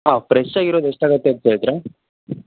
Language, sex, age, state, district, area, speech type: Kannada, male, 45-60, Karnataka, Davanagere, rural, conversation